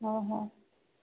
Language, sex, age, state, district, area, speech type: Odia, female, 30-45, Odisha, Sambalpur, rural, conversation